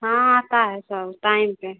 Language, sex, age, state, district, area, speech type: Hindi, female, 30-45, Bihar, Begusarai, rural, conversation